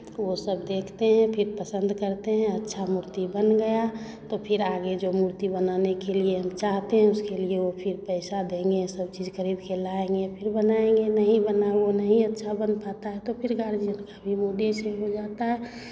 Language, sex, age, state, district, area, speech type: Hindi, female, 30-45, Bihar, Begusarai, rural, spontaneous